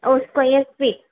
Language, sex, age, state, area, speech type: Sanskrit, female, 30-45, Tamil Nadu, urban, conversation